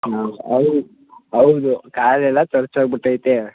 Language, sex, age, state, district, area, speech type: Kannada, male, 18-30, Karnataka, Mysore, rural, conversation